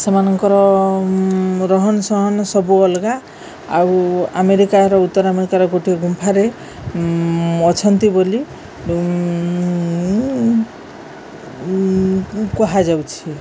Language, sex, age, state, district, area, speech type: Odia, female, 45-60, Odisha, Subarnapur, urban, spontaneous